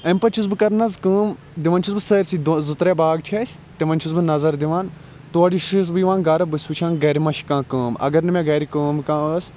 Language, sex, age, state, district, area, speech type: Kashmiri, male, 30-45, Jammu and Kashmir, Kulgam, rural, spontaneous